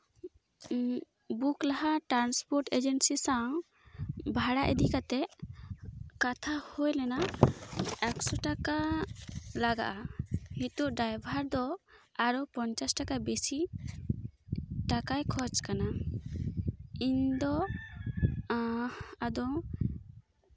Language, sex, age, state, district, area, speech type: Santali, female, 18-30, West Bengal, Bankura, rural, spontaneous